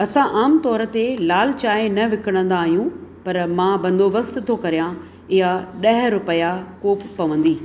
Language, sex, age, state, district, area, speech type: Sindhi, female, 60+, Rajasthan, Ajmer, urban, read